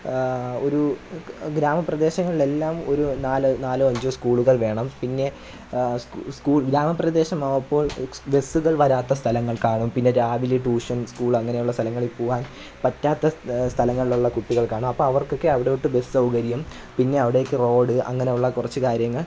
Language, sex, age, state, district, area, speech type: Malayalam, male, 18-30, Kerala, Kollam, rural, spontaneous